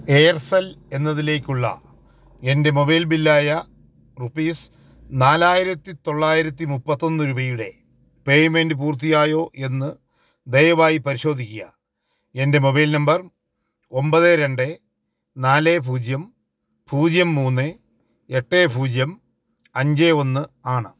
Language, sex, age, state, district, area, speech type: Malayalam, male, 45-60, Kerala, Kollam, rural, read